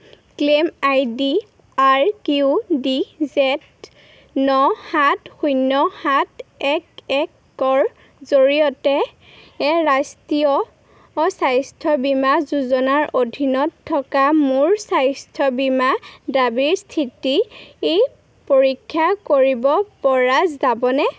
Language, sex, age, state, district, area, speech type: Assamese, female, 18-30, Assam, Golaghat, urban, read